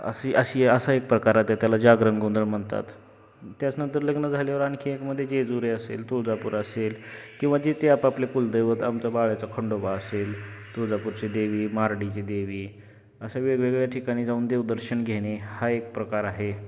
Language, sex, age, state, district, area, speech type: Marathi, male, 18-30, Maharashtra, Osmanabad, rural, spontaneous